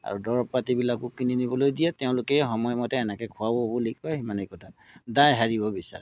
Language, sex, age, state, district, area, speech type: Assamese, male, 60+, Assam, Golaghat, urban, spontaneous